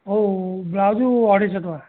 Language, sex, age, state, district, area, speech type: Odia, male, 60+, Odisha, Jajpur, rural, conversation